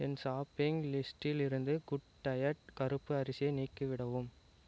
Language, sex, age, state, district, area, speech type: Tamil, male, 18-30, Tamil Nadu, Namakkal, rural, read